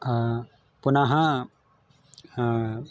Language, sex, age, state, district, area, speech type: Sanskrit, male, 18-30, Gujarat, Surat, urban, spontaneous